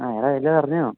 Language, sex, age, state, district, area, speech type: Malayalam, male, 18-30, Kerala, Idukki, rural, conversation